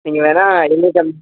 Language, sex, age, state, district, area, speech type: Tamil, male, 18-30, Tamil Nadu, Perambalur, urban, conversation